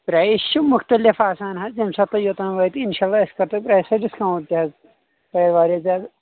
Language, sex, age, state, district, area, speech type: Kashmiri, male, 30-45, Jammu and Kashmir, Kulgam, rural, conversation